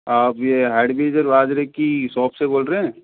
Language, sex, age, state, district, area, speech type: Hindi, male, 18-30, Rajasthan, Karauli, rural, conversation